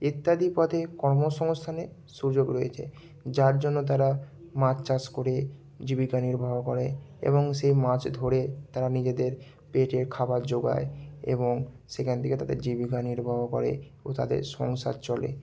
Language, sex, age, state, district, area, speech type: Bengali, male, 30-45, West Bengal, Purba Medinipur, rural, spontaneous